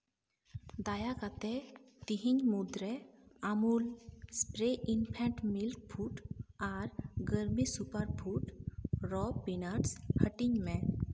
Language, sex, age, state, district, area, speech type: Santali, female, 18-30, West Bengal, Jhargram, rural, read